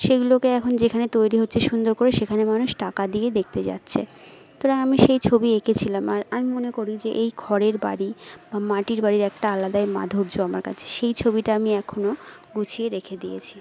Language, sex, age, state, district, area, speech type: Bengali, female, 45-60, West Bengal, Jhargram, rural, spontaneous